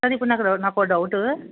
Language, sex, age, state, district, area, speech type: Telugu, male, 60+, Andhra Pradesh, West Godavari, rural, conversation